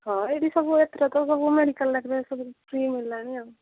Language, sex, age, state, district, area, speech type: Odia, female, 45-60, Odisha, Angul, rural, conversation